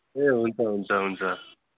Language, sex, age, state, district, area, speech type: Nepali, male, 30-45, West Bengal, Darjeeling, rural, conversation